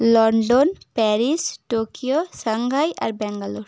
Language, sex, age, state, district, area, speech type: Bengali, female, 18-30, West Bengal, South 24 Parganas, rural, spontaneous